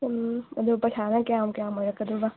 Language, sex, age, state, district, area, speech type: Manipuri, female, 18-30, Manipur, Tengnoupal, urban, conversation